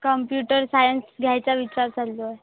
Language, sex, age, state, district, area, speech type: Marathi, female, 18-30, Maharashtra, Washim, rural, conversation